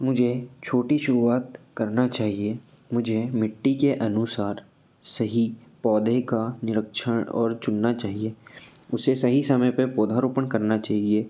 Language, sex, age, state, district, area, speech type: Hindi, male, 18-30, Madhya Pradesh, Betul, urban, spontaneous